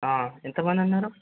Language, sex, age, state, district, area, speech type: Telugu, male, 18-30, Telangana, Nirmal, urban, conversation